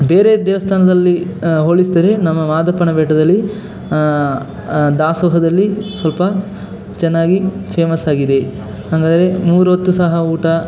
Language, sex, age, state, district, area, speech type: Kannada, male, 18-30, Karnataka, Chamarajanagar, urban, spontaneous